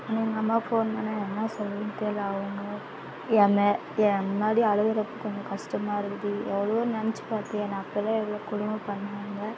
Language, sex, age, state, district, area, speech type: Tamil, female, 18-30, Tamil Nadu, Tiruvannamalai, rural, spontaneous